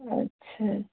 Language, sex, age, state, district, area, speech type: Hindi, female, 45-60, Uttar Pradesh, Ayodhya, rural, conversation